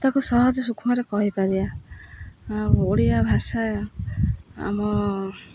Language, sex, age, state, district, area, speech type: Odia, female, 30-45, Odisha, Jagatsinghpur, rural, spontaneous